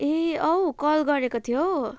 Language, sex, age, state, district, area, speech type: Nepali, female, 18-30, West Bengal, Jalpaiguri, rural, spontaneous